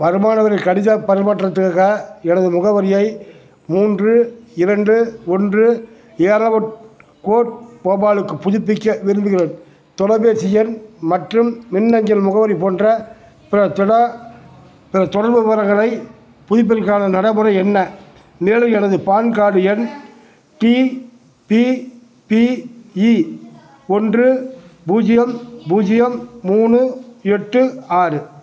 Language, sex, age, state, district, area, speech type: Tamil, male, 60+, Tamil Nadu, Tiruchirappalli, rural, read